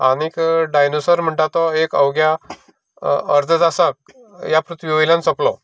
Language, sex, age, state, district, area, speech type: Goan Konkani, male, 45-60, Goa, Canacona, rural, spontaneous